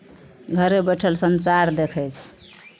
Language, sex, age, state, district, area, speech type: Maithili, female, 45-60, Bihar, Madhepura, rural, spontaneous